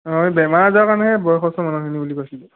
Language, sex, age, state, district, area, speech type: Assamese, male, 30-45, Assam, Charaideo, urban, conversation